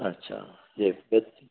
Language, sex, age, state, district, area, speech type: Punjabi, male, 60+, Punjab, Fazilka, rural, conversation